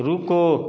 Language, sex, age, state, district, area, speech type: Hindi, male, 30-45, Bihar, Vaishali, rural, read